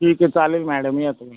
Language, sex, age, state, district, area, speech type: Marathi, other, 18-30, Maharashtra, Buldhana, rural, conversation